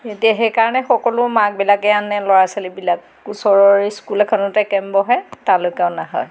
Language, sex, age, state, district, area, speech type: Assamese, female, 45-60, Assam, Golaghat, rural, spontaneous